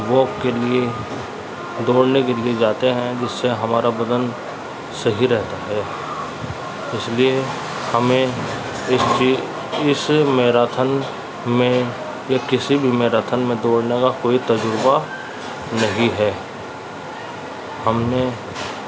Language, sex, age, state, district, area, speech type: Urdu, male, 45-60, Uttar Pradesh, Muzaffarnagar, urban, spontaneous